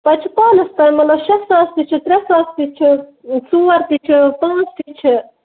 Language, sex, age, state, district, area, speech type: Kashmiri, female, 30-45, Jammu and Kashmir, Budgam, rural, conversation